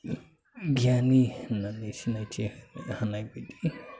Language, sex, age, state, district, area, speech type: Bodo, male, 30-45, Assam, Chirang, urban, spontaneous